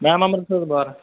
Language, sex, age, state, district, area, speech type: Punjabi, male, 18-30, Punjab, Amritsar, rural, conversation